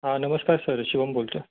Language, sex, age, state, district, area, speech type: Marathi, male, 18-30, Maharashtra, Ratnagiri, urban, conversation